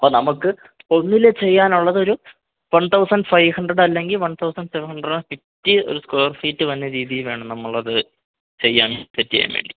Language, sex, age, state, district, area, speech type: Malayalam, male, 18-30, Kerala, Idukki, rural, conversation